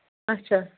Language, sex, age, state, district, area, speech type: Kashmiri, female, 18-30, Jammu and Kashmir, Anantnag, rural, conversation